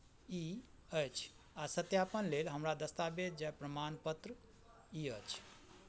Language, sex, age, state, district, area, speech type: Maithili, male, 45-60, Bihar, Madhubani, rural, read